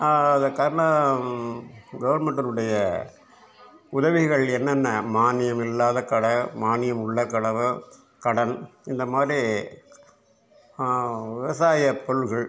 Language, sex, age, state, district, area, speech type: Tamil, male, 60+, Tamil Nadu, Cuddalore, rural, spontaneous